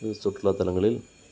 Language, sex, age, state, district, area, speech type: Tamil, male, 30-45, Tamil Nadu, Dharmapuri, rural, spontaneous